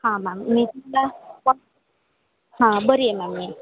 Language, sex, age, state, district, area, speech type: Marathi, female, 18-30, Maharashtra, Satara, rural, conversation